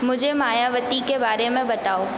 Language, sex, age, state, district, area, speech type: Hindi, female, 18-30, Madhya Pradesh, Hoshangabad, rural, read